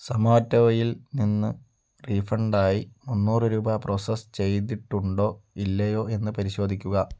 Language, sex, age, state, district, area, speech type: Malayalam, male, 60+, Kerala, Kozhikode, urban, read